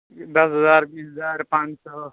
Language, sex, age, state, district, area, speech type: Urdu, male, 60+, Uttar Pradesh, Mau, urban, conversation